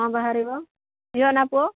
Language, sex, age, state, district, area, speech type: Odia, female, 18-30, Odisha, Subarnapur, urban, conversation